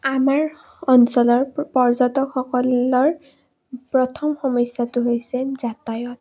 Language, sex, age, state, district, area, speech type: Assamese, female, 18-30, Assam, Udalguri, rural, spontaneous